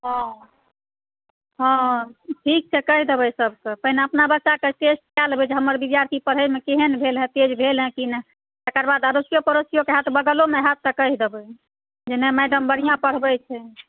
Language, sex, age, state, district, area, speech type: Maithili, female, 45-60, Bihar, Supaul, rural, conversation